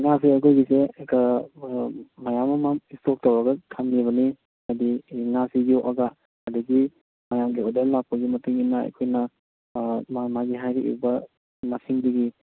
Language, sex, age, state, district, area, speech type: Manipuri, male, 30-45, Manipur, Kakching, rural, conversation